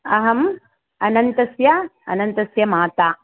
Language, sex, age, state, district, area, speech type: Sanskrit, female, 45-60, Karnataka, Hassan, rural, conversation